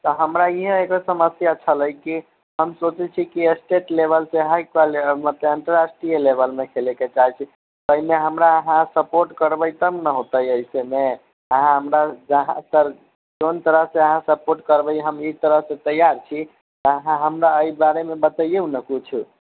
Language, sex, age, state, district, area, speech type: Maithili, male, 18-30, Bihar, Sitamarhi, urban, conversation